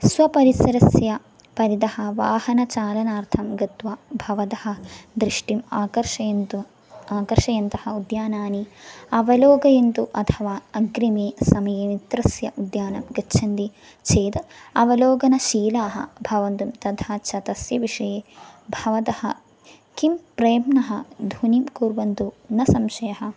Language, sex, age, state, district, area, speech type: Sanskrit, female, 18-30, Kerala, Thrissur, rural, spontaneous